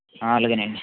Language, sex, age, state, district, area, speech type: Telugu, male, 18-30, Andhra Pradesh, Eluru, urban, conversation